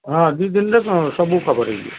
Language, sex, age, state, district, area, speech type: Odia, male, 60+, Odisha, Cuttack, urban, conversation